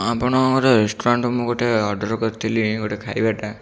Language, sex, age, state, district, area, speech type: Odia, male, 18-30, Odisha, Bhadrak, rural, spontaneous